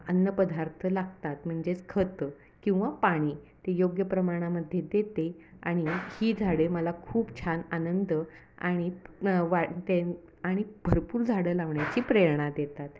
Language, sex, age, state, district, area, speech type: Marathi, female, 30-45, Maharashtra, Kolhapur, urban, spontaneous